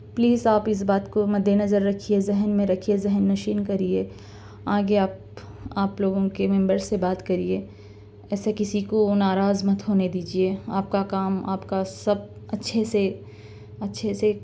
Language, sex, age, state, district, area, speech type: Urdu, female, 30-45, Telangana, Hyderabad, urban, spontaneous